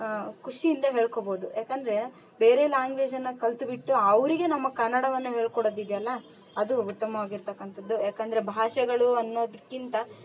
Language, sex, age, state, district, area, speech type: Kannada, female, 30-45, Karnataka, Vijayanagara, rural, spontaneous